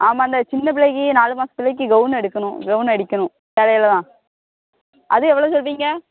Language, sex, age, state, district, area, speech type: Tamil, female, 18-30, Tamil Nadu, Thoothukudi, urban, conversation